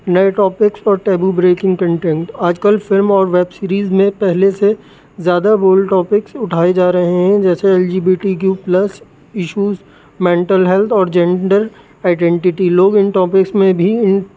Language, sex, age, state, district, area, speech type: Urdu, male, 30-45, Uttar Pradesh, Rampur, urban, spontaneous